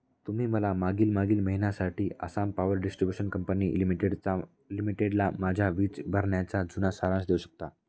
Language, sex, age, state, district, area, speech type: Marathi, male, 18-30, Maharashtra, Nanded, rural, read